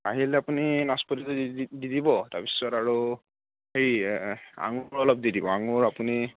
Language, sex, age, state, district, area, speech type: Assamese, male, 45-60, Assam, Morigaon, rural, conversation